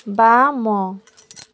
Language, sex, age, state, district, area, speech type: Odia, female, 30-45, Odisha, Balasore, rural, read